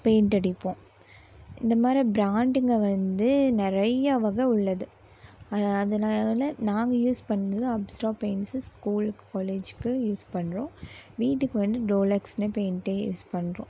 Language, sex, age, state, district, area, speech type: Tamil, female, 18-30, Tamil Nadu, Coimbatore, rural, spontaneous